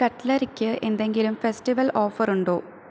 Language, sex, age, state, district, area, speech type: Malayalam, female, 18-30, Kerala, Thrissur, rural, read